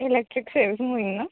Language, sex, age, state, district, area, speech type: Marathi, female, 18-30, Maharashtra, Nagpur, urban, conversation